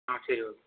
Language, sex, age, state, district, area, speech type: Tamil, male, 18-30, Tamil Nadu, Erode, rural, conversation